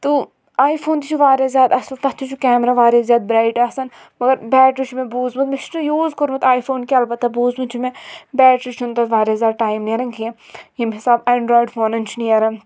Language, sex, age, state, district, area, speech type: Kashmiri, female, 30-45, Jammu and Kashmir, Shopian, rural, spontaneous